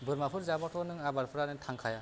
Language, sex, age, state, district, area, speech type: Bodo, male, 30-45, Assam, Kokrajhar, rural, spontaneous